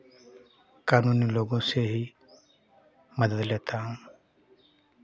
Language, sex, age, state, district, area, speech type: Hindi, male, 30-45, Uttar Pradesh, Chandauli, rural, spontaneous